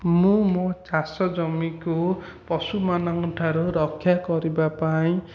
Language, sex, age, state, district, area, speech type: Odia, male, 18-30, Odisha, Khordha, rural, spontaneous